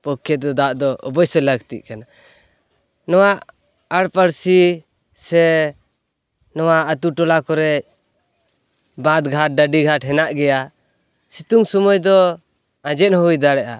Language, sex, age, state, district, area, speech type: Santali, male, 18-30, West Bengal, Purulia, rural, spontaneous